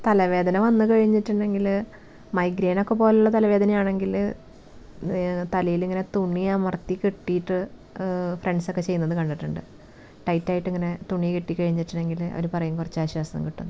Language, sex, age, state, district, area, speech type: Malayalam, female, 30-45, Kerala, Thrissur, rural, spontaneous